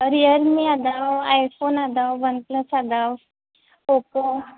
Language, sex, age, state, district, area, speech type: Kannada, female, 18-30, Karnataka, Belgaum, rural, conversation